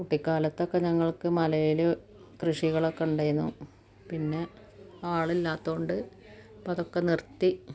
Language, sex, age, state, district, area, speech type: Malayalam, female, 45-60, Kerala, Malappuram, rural, spontaneous